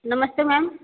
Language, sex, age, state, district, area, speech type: Hindi, female, 60+, Rajasthan, Jodhpur, urban, conversation